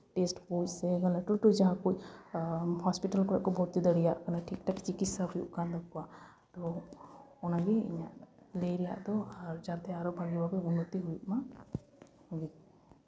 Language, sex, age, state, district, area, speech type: Santali, female, 30-45, West Bengal, Paschim Bardhaman, rural, spontaneous